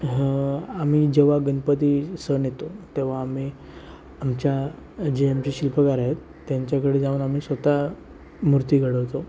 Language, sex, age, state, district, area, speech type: Marathi, male, 18-30, Maharashtra, Sindhudurg, rural, spontaneous